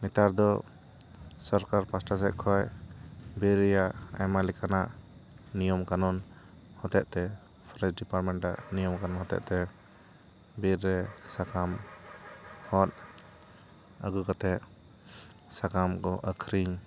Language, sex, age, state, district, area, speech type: Santali, male, 30-45, West Bengal, Purba Bardhaman, rural, spontaneous